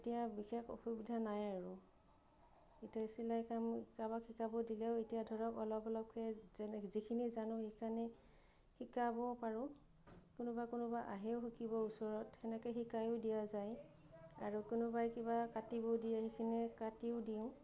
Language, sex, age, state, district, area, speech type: Assamese, female, 30-45, Assam, Udalguri, urban, spontaneous